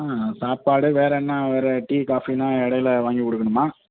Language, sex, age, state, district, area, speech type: Tamil, male, 30-45, Tamil Nadu, Tiruvarur, rural, conversation